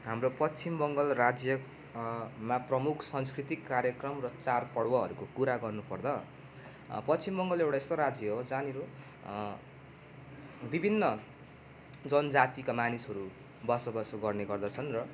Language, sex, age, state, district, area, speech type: Nepali, male, 18-30, West Bengal, Darjeeling, rural, spontaneous